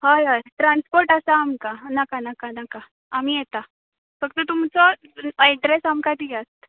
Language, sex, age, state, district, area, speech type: Goan Konkani, female, 18-30, Goa, Canacona, rural, conversation